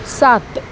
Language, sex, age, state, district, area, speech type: Marathi, female, 30-45, Maharashtra, Mumbai Suburban, urban, read